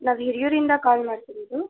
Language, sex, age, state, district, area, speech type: Kannada, female, 18-30, Karnataka, Chitradurga, rural, conversation